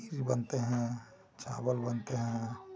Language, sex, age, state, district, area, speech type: Hindi, male, 45-60, Bihar, Samastipur, rural, spontaneous